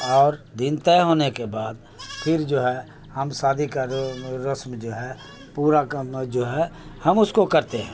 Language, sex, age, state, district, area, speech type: Urdu, male, 60+, Bihar, Khagaria, rural, spontaneous